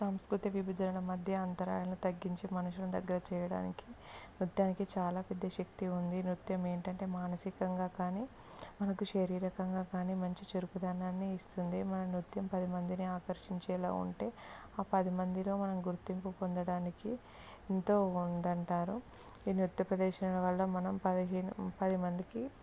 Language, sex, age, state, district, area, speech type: Telugu, female, 18-30, Andhra Pradesh, Visakhapatnam, urban, spontaneous